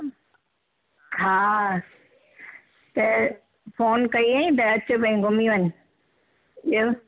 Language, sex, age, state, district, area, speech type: Sindhi, female, 60+, Gujarat, Surat, urban, conversation